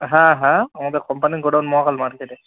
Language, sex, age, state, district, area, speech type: Bengali, male, 18-30, West Bengal, Darjeeling, rural, conversation